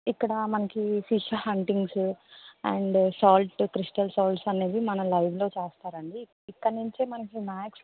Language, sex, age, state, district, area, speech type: Telugu, female, 18-30, Telangana, Mancherial, rural, conversation